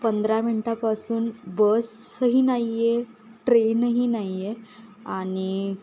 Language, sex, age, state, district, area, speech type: Marathi, female, 18-30, Maharashtra, Satara, rural, spontaneous